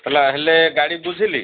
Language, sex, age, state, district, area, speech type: Odia, male, 60+, Odisha, Ganjam, urban, conversation